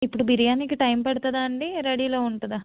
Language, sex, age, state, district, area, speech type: Telugu, female, 30-45, Andhra Pradesh, Eluru, rural, conversation